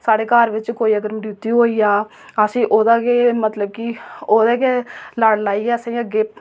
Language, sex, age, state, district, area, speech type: Dogri, female, 18-30, Jammu and Kashmir, Reasi, rural, spontaneous